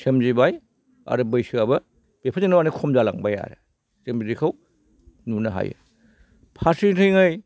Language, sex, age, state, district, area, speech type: Bodo, male, 60+, Assam, Baksa, rural, spontaneous